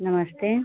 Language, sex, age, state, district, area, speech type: Hindi, female, 30-45, Uttar Pradesh, Azamgarh, rural, conversation